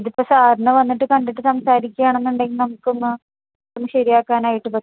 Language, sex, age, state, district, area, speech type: Malayalam, female, 30-45, Kerala, Thrissur, urban, conversation